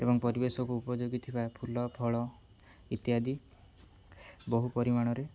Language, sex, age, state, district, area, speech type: Odia, male, 18-30, Odisha, Jagatsinghpur, rural, spontaneous